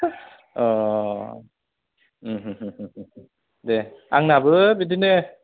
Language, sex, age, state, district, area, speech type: Bodo, male, 30-45, Assam, Udalguri, urban, conversation